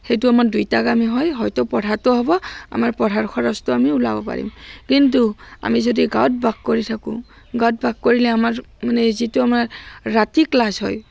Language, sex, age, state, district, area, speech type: Assamese, female, 45-60, Assam, Barpeta, rural, spontaneous